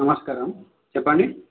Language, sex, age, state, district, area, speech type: Telugu, male, 18-30, Telangana, Nizamabad, urban, conversation